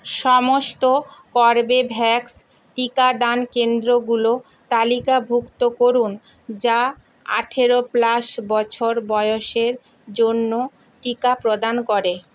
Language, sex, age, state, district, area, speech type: Bengali, female, 45-60, West Bengal, Purba Medinipur, rural, read